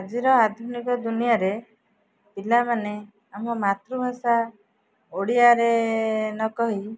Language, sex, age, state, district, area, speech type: Odia, female, 45-60, Odisha, Jagatsinghpur, rural, spontaneous